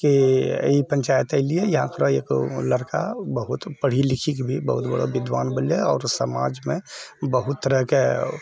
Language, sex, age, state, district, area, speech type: Maithili, male, 60+, Bihar, Purnia, rural, spontaneous